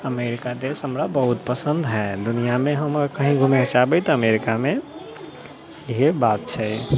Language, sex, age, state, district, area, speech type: Maithili, male, 18-30, Bihar, Sitamarhi, rural, spontaneous